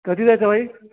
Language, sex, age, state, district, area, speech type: Marathi, male, 30-45, Maharashtra, Raigad, rural, conversation